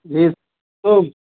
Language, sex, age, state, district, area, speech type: Urdu, male, 30-45, Bihar, Khagaria, rural, conversation